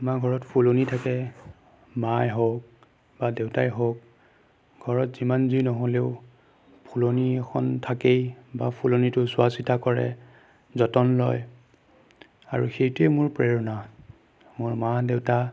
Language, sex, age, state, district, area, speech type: Assamese, male, 30-45, Assam, Sonitpur, rural, spontaneous